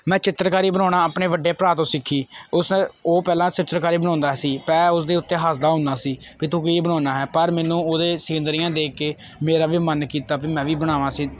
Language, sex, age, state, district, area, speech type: Punjabi, male, 18-30, Punjab, Kapurthala, urban, spontaneous